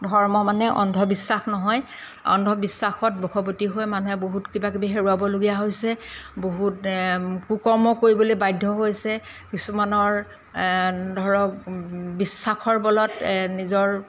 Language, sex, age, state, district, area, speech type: Assamese, female, 45-60, Assam, Golaghat, urban, spontaneous